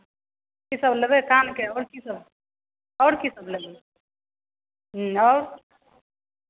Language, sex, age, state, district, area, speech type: Maithili, female, 45-60, Bihar, Madhepura, urban, conversation